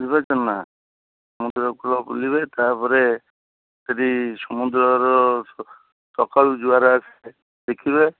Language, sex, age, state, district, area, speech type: Odia, male, 45-60, Odisha, Balasore, rural, conversation